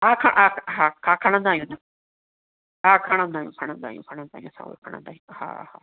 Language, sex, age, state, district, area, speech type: Sindhi, female, 45-60, Maharashtra, Thane, urban, conversation